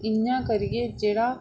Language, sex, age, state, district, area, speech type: Dogri, female, 30-45, Jammu and Kashmir, Reasi, rural, spontaneous